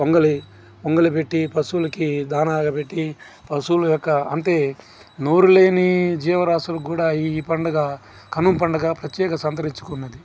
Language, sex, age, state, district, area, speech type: Telugu, male, 45-60, Andhra Pradesh, Nellore, urban, spontaneous